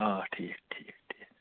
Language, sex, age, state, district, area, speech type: Kashmiri, male, 30-45, Jammu and Kashmir, Anantnag, rural, conversation